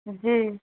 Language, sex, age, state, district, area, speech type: Urdu, female, 30-45, Delhi, New Delhi, urban, conversation